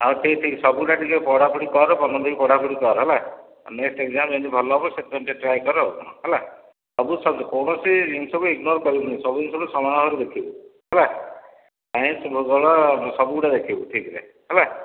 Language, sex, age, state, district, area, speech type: Odia, male, 45-60, Odisha, Dhenkanal, rural, conversation